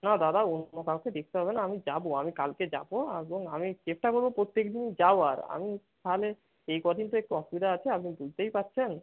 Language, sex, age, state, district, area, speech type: Bengali, male, 18-30, West Bengal, Bankura, urban, conversation